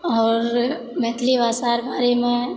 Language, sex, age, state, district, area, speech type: Maithili, female, 18-30, Bihar, Purnia, rural, spontaneous